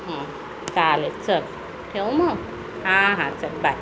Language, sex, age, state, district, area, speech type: Marathi, female, 30-45, Maharashtra, Ratnagiri, rural, spontaneous